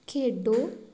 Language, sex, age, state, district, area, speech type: Punjabi, female, 18-30, Punjab, Shaheed Bhagat Singh Nagar, urban, read